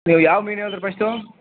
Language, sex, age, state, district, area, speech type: Kannada, male, 18-30, Karnataka, Chamarajanagar, rural, conversation